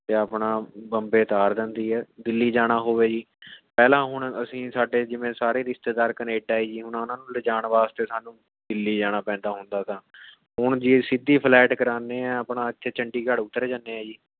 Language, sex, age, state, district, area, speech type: Punjabi, male, 18-30, Punjab, Mohali, urban, conversation